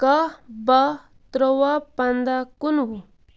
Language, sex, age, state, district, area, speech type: Kashmiri, female, 30-45, Jammu and Kashmir, Bandipora, rural, spontaneous